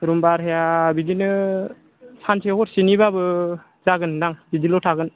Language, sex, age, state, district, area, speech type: Bodo, female, 30-45, Assam, Chirang, rural, conversation